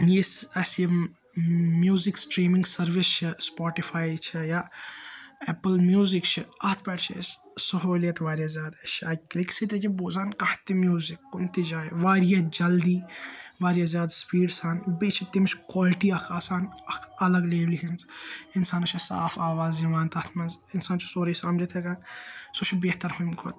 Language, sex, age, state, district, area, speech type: Kashmiri, male, 18-30, Jammu and Kashmir, Srinagar, urban, spontaneous